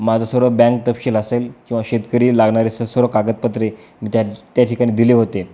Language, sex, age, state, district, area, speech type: Marathi, male, 18-30, Maharashtra, Beed, rural, spontaneous